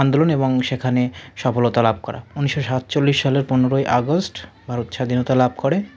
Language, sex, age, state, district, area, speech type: Bengali, male, 45-60, West Bengal, South 24 Parganas, rural, spontaneous